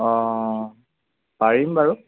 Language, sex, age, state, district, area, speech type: Assamese, male, 45-60, Assam, Charaideo, rural, conversation